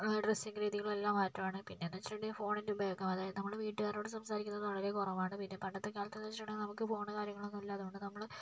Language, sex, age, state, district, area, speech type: Malayalam, male, 30-45, Kerala, Kozhikode, urban, spontaneous